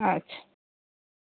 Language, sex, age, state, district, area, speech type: Dogri, female, 30-45, Jammu and Kashmir, Jammu, urban, conversation